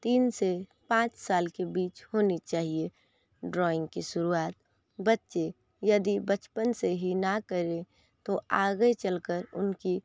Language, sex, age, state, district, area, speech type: Hindi, female, 18-30, Uttar Pradesh, Sonbhadra, rural, spontaneous